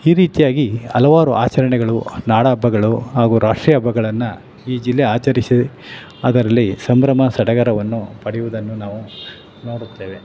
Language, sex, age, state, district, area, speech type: Kannada, male, 45-60, Karnataka, Chamarajanagar, urban, spontaneous